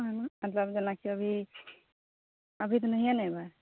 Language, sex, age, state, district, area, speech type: Maithili, female, 45-60, Bihar, Saharsa, rural, conversation